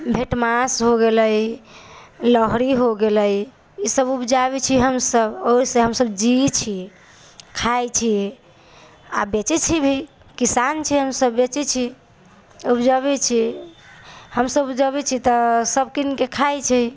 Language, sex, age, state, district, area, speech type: Maithili, female, 18-30, Bihar, Samastipur, urban, spontaneous